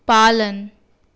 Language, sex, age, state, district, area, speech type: Hindi, female, 30-45, Madhya Pradesh, Bhopal, urban, read